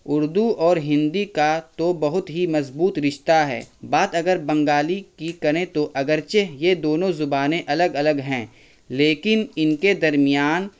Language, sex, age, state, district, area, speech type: Urdu, male, 30-45, Bihar, Araria, rural, spontaneous